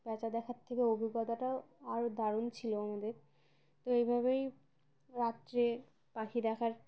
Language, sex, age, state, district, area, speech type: Bengali, female, 18-30, West Bengal, Uttar Dinajpur, urban, spontaneous